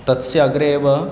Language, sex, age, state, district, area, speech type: Sanskrit, male, 18-30, Madhya Pradesh, Ujjain, urban, spontaneous